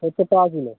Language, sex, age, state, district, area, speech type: Bengali, male, 18-30, West Bengal, Birbhum, urban, conversation